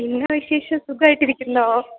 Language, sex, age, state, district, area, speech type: Malayalam, female, 18-30, Kerala, Idukki, rural, conversation